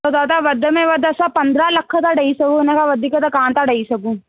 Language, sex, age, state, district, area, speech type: Sindhi, female, 18-30, Rajasthan, Ajmer, urban, conversation